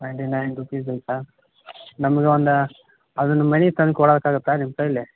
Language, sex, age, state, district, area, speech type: Kannada, male, 18-30, Karnataka, Gadag, urban, conversation